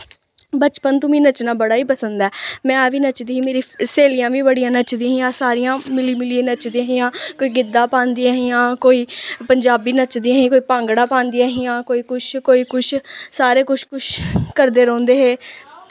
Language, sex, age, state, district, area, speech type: Dogri, female, 18-30, Jammu and Kashmir, Samba, rural, spontaneous